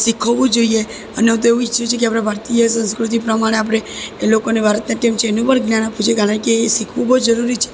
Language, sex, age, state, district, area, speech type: Gujarati, female, 18-30, Gujarat, Surat, rural, spontaneous